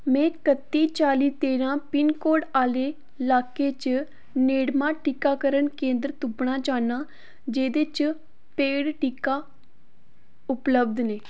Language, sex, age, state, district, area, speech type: Dogri, female, 18-30, Jammu and Kashmir, Reasi, urban, read